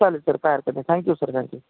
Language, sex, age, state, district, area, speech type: Marathi, male, 30-45, Maharashtra, Akola, rural, conversation